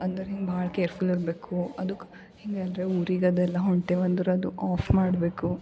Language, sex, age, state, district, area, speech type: Kannada, female, 18-30, Karnataka, Gulbarga, urban, spontaneous